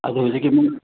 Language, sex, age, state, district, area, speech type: Manipuri, male, 60+, Manipur, Churachandpur, urban, conversation